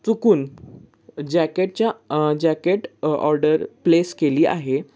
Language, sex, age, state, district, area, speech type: Marathi, male, 18-30, Maharashtra, Sangli, urban, spontaneous